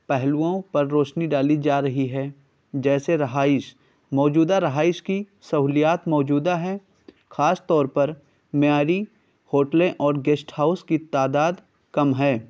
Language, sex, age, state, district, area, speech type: Urdu, male, 18-30, Uttar Pradesh, Balrampur, rural, spontaneous